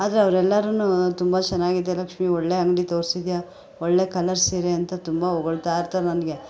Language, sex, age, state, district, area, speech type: Kannada, female, 45-60, Karnataka, Bangalore Urban, urban, spontaneous